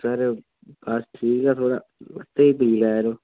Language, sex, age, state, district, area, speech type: Dogri, male, 18-30, Jammu and Kashmir, Udhampur, rural, conversation